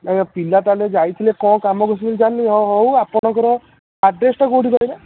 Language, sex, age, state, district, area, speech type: Odia, male, 18-30, Odisha, Puri, urban, conversation